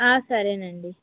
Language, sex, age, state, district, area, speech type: Telugu, female, 30-45, Andhra Pradesh, Krishna, urban, conversation